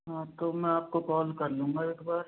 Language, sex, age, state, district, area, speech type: Hindi, male, 45-60, Rajasthan, Karauli, rural, conversation